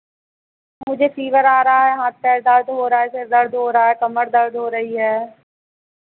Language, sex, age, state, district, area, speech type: Hindi, female, 30-45, Madhya Pradesh, Hoshangabad, rural, conversation